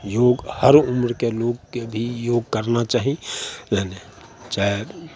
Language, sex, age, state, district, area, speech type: Maithili, male, 60+, Bihar, Madhepura, rural, spontaneous